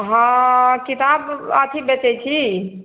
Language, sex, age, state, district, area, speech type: Maithili, female, 60+, Bihar, Sitamarhi, rural, conversation